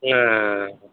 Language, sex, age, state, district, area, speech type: Tamil, male, 60+, Tamil Nadu, Madurai, rural, conversation